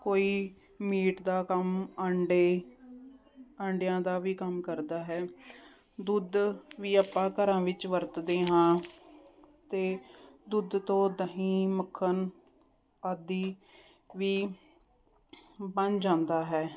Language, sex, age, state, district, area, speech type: Punjabi, female, 30-45, Punjab, Jalandhar, urban, spontaneous